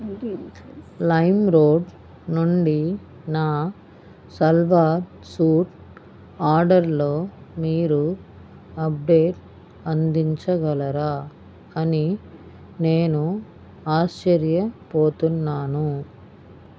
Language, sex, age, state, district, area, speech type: Telugu, female, 45-60, Andhra Pradesh, Bapatla, rural, read